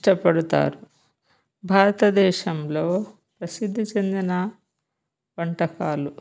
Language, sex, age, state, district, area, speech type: Telugu, female, 30-45, Telangana, Bhadradri Kothagudem, urban, spontaneous